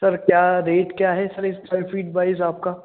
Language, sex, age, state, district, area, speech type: Hindi, male, 18-30, Madhya Pradesh, Hoshangabad, urban, conversation